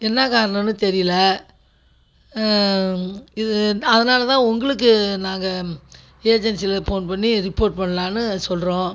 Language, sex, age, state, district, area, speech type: Tamil, female, 60+, Tamil Nadu, Tiruchirappalli, rural, spontaneous